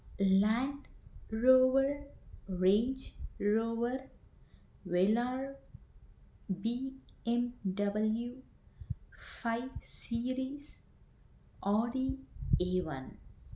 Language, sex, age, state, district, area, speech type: Telugu, female, 45-60, Andhra Pradesh, N T Rama Rao, rural, spontaneous